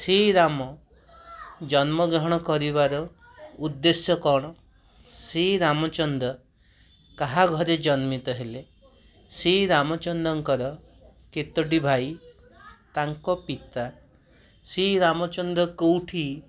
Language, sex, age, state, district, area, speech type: Odia, male, 30-45, Odisha, Cuttack, urban, spontaneous